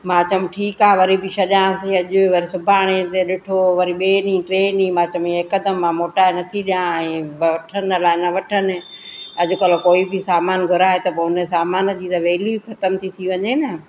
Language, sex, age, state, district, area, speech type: Sindhi, female, 45-60, Madhya Pradesh, Katni, urban, spontaneous